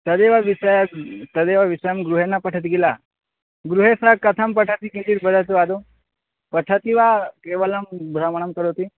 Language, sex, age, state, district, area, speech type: Sanskrit, male, 18-30, Odisha, Bargarh, rural, conversation